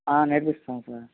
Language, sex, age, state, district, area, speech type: Telugu, male, 18-30, Andhra Pradesh, Guntur, rural, conversation